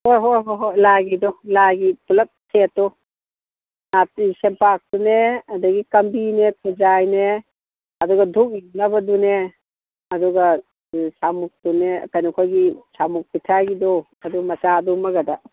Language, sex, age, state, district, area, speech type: Manipuri, female, 60+, Manipur, Imphal East, rural, conversation